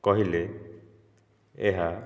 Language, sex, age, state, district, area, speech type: Odia, male, 30-45, Odisha, Nayagarh, rural, spontaneous